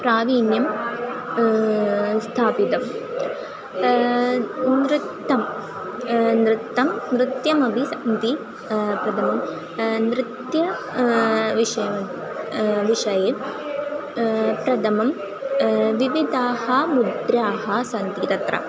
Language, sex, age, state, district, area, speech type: Sanskrit, female, 18-30, Kerala, Thrissur, rural, spontaneous